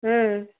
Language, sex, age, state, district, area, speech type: Tamil, female, 18-30, Tamil Nadu, Madurai, urban, conversation